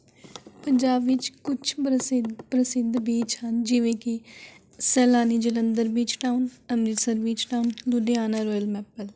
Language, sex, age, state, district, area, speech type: Punjabi, female, 18-30, Punjab, Rupnagar, urban, spontaneous